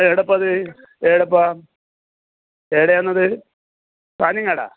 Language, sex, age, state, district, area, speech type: Malayalam, male, 45-60, Kerala, Kasaragod, rural, conversation